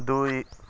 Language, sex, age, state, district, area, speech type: Odia, male, 30-45, Odisha, Rayagada, rural, read